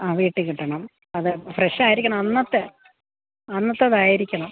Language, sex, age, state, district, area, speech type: Malayalam, female, 45-60, Kerala, Alappuzha, rural, conversation